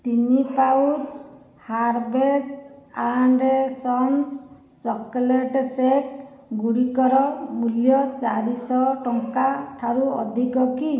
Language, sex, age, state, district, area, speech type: Odia, female, 30-45, Odisha, Khordha, rural, read